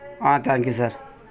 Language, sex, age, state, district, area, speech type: Tamil, male, 60+, Tamil Nadu, Thanjavur, rural, spontaneous